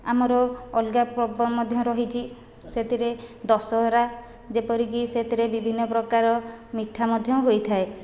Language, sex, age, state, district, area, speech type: Odia, female, 45-60, Odisha, Khordha, rural, spontaneous